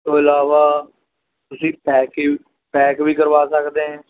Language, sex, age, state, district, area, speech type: Punjabi, male, 18-30, Punjab, Mohali, rural, conversation